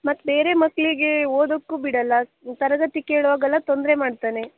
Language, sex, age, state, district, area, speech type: Kannada, female, 18-30, Karnataka, Shimoga, urban, conversation